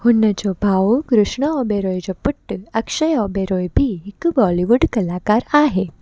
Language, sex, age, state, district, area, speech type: Sindhi, female, 18-30, Gujarat, Junagadh, urban, read